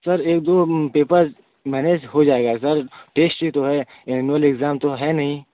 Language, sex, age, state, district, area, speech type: Hindi, male, 18-30, Uttar Pradesh, Varanasi, rural, conversation